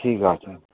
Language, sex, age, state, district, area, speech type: Bengali, male, 60+, West Bengal, Hooghly, rural, conversation